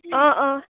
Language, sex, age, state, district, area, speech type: Assamese, female, 18-30, Assam, Dhemaji, rural, conversation